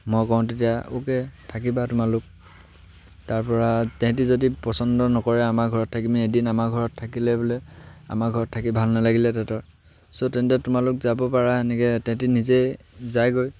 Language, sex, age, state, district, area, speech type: Assamese, male, 18-30, Assam, Sivasagar, rural, spontaneous